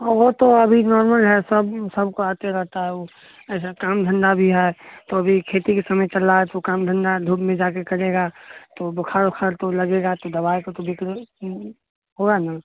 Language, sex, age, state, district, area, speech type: Maithili, male, 18-30, Bihar, Samastipur, rural, conversation